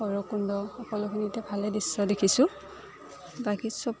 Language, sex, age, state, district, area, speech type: Assamese, female, 18-30, Assam, Udalguri, rural, spontaneous